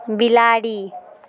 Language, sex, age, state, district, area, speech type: Maithili, female, 18-30, Bihar, Muzaffarpur, rural, read